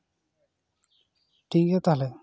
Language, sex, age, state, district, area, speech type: Santali, male, 30-45, West Bengal, Jhargram, rural, spontaneous